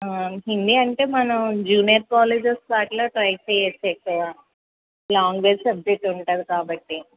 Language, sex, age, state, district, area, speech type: Telugu, female, 30-45, Andhra Pradesh, Anakapalli, urban, conversation